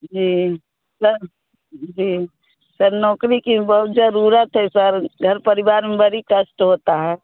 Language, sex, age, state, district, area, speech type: Hindi, female, 30-45, Bihar, Muzaffarpur, rural, conversation